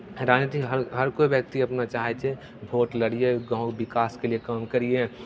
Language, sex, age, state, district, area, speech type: Maithili, male, 18-30, Bihar, Begusarai, rural, spontaneous